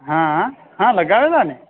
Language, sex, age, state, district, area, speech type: Gujarati, male, 30-45, Gujarat, Valsad, rural, conversation